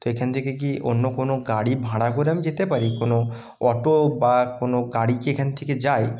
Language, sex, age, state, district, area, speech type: Bengali, male, 30-45, West Bengal, Purba Medinipur, rural, spontaneous